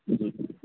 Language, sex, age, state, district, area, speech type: Punjabi, male, 18-30, Punjab, Kapurthala, rural, conversation